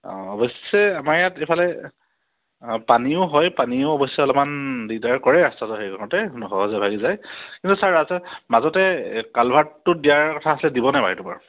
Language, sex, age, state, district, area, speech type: Assamese, male, 45-60, Assam, Dibrugarh, urban, conversation